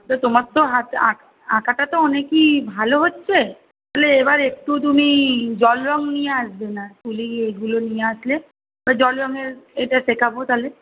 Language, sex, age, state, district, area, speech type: Bengali, female, 30-45, West Bengal, Kolkata, urban, conversation